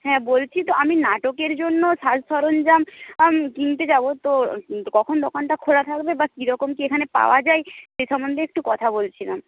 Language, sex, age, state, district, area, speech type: Bengali, female, 18-30, West Bengal, North 24 Parganas, rural, conversation